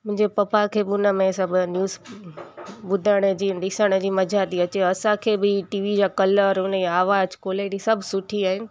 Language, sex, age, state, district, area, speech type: Sindhi, female, 30-45, Gujarat, Junagadh, urban, spontaneous